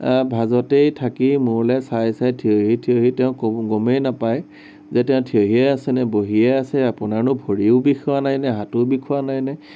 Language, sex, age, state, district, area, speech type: Assamese, male, 18-30, Assam, Nagaon, rural, spontaneous